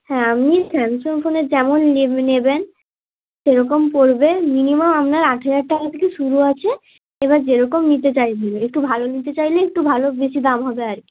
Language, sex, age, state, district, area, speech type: Bengali, female, 18-30, West Bengal, Bankura, urban, conversation